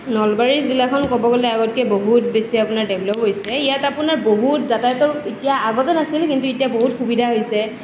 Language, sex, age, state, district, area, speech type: Assamese, female, 18-30, Assam, Nalbari, rural, spontaneous